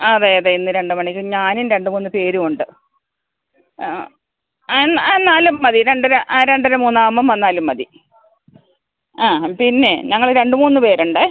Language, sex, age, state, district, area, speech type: Malayalam, female, 60+, Kerala, Alappuzha, rural, conversation